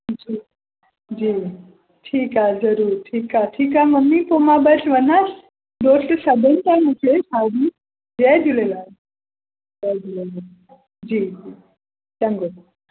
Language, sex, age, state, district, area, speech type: Sindhi, female, 18-30, Maharashtra, Mumbai Suburban, urban, conversation